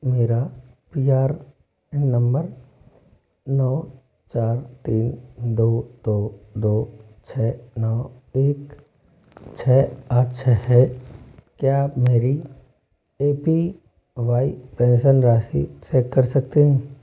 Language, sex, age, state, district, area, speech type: Hindi, male, 18-30, Rajasthan, Jaipur, urban, read